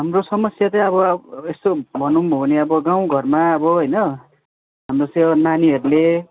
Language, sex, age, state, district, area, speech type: Nepali, male, 18-30, West Bengal, Darjeeling, rural, conversation